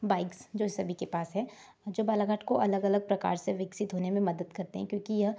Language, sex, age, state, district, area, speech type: Hindi, male, 30-45, Madhya Pradesh, Balaghat, rural, spontaneous